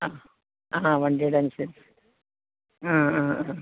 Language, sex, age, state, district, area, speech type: Malayalam, female, 45-60, Kerala, Kollam, rural, conversation